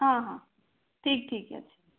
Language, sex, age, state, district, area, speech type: Odia, female, 18-30, Odisha, Bhadrak, rural, conversation